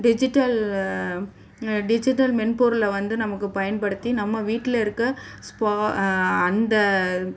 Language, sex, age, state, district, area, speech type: Tamil, female, 45-60, Tamil Nadu, Chennai, urban, spontaneous